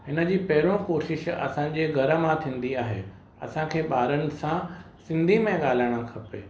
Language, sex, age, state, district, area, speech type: Sindhi, male, 30-45, Maharashtra, Mumbai Suburban, urban, spontaneous